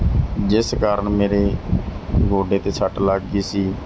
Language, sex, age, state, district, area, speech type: Punjabi, male, 30-45, Punjab, Mansa, urban, spontaneous